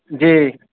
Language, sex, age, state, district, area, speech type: Maithili, male, 30-45, Bihar, Sitamarhi, urban, conversation